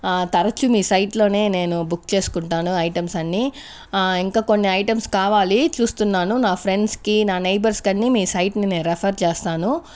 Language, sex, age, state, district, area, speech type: Telugu, female, 45-60, Andhra Pradesh, Sri Balaji, rural, spontaneous